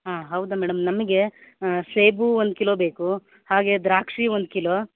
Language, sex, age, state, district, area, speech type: Kannada, female, 30-45, Karnataka, Uttara Kannada, rural, conversation